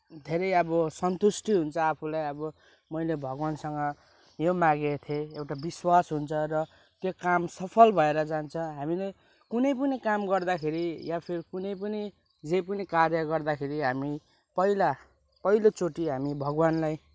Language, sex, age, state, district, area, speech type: Nepali, male, 18-30, West Bengal, Kalimpong, rural, spontaneous